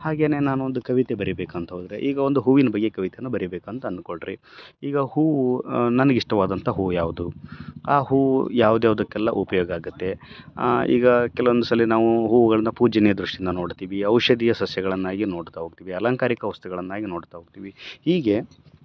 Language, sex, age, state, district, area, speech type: Kannada, male, 30-45, Karnataka, Bellary, rural, spontaneous